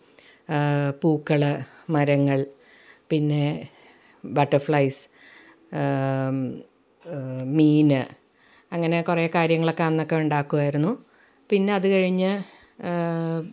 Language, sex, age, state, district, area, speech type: Malayalam, female, 45-60, Kerala, Ernakulam, rural, spontaneous